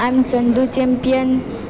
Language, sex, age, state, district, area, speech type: Gujarati, female, 18-30, Gujarat, Valsad, rural, spontaneous